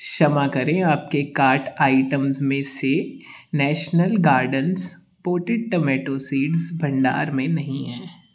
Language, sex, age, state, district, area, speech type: Hindi, male, 18-30, Madhya Pradesh, Jabalpur, urban, read